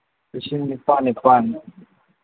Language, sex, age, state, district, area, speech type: Manipuri, male, 45-60, Manipur, Imphal East, rural, conversation